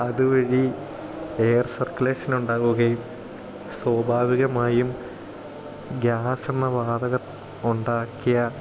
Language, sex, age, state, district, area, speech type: Malayalam, male, 18-30, Kerala, Idukki, rural, spontaneous